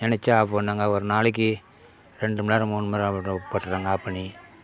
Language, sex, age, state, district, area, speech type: Tamil, male, 60+, Tamil Nadu, Kallakurichi, urban, spontaneous